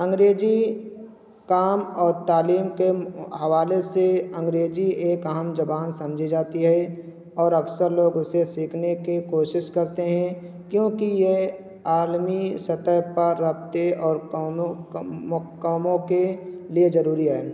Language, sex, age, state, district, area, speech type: Urdu, male, 18-30, Uttar Pradesh, Balrampur, rural, spontaneous